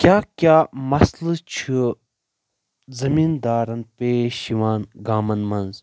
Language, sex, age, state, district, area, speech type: Kashmiri, male, 18-30, Jammu and Kashmir, Baramulla, rural, spontaneous